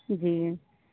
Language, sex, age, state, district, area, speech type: Hindi, female, 30-45, Madhya Pradesh, Katni, urban, conversation